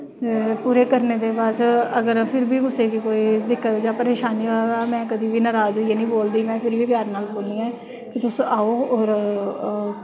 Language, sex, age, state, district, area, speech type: Dogri, female, 30-45, Jammu and Kashmir, Samba, rural, spontaneous